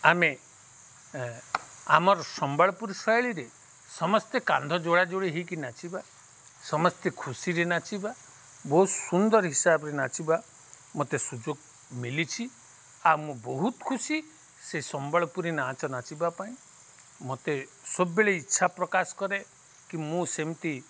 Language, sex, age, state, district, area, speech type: Odia, male, 45-60, Odisha, Nuapada, rural, spontaneous